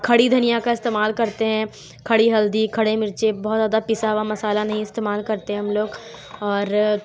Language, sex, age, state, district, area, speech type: Urdu, female, 18-30, Uttar Pradesh, Lucknow, rural, spontaneous